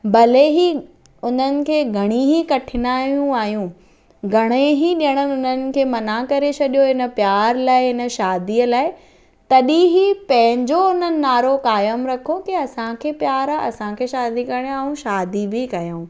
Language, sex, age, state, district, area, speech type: Sindhi, female, 18-30, Maharashtra, Thane, urban, spontaneous